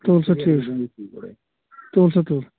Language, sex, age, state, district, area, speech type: Kashmiri, male, 30-45, Jammu and Kashmir, Anantnag, rural, conversation